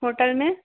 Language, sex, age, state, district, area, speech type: Hindi, female, 18-30, Bihar, Vaishali, rural, conversation